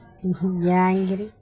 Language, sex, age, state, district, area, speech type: Telugu, female, 45-60, Telangana, Jagtial, rural, spontaneous